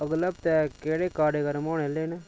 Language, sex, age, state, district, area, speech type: Dogri, male, 30-45, Jammu and Kashmir, Udhampur, urban, read